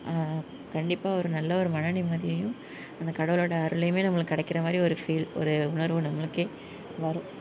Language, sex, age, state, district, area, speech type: Tamil, female, 18-30, Tamil Nadu, Nagapattinam, rural, spontaneous